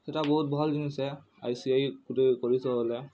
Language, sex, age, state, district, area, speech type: Odia, male, 18-30, Odisha, Bargarh, urban, spontaneous